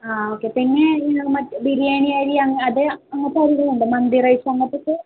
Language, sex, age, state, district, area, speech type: Malayalam, female, 18-30, Kerala, Palakkad, rural, conversation